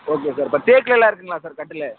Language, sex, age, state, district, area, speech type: Tamil, male, 18-30, Tamil Nadu, Namakkal, rural, conversation